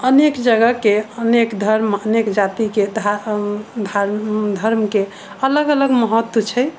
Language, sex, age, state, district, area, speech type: Maithili, female, 45-60, Bihar, Sitamarhi, urban, spontaneous